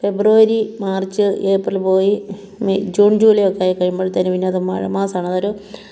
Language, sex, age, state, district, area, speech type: Malayalam, female, 45-60, Kerala, Kottayam, rural, spontaneous